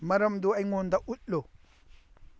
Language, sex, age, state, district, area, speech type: Manipuri, male, 30-45, Manipur, Kakching, rural, read